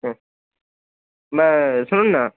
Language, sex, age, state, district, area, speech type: Bengali, male, 18-30, West Bengal, Purba Medinipur, rural, conversation